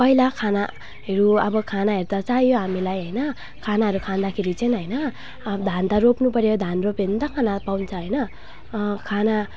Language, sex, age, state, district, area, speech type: Nepali, female, 18-30, West Bengal, Alipurduar, rural, spontaneous